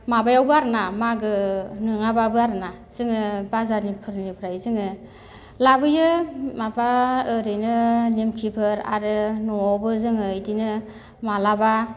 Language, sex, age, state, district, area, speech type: Bodo, female, 45-60, Assam, Baksa, rural, spontaneous